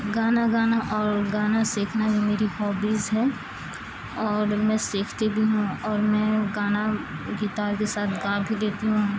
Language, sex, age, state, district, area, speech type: Urdu, female, 30-45, Uttar Pradesh, Aligarh, rural, spontaneous